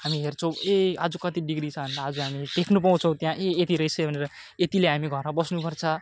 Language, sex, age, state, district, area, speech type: Nepali, male, 18-30, West Bengal, Alipurduar, urban, spontaneous